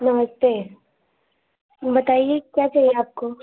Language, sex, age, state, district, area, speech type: Hindi, female, 30-45, Uttar Pradesh, Azamgarh, urban, conversation